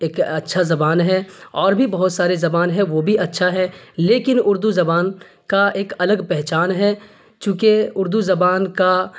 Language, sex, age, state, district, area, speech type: Urdu, male, 30-45, Bihar, Darbhanga, rural, spontaneous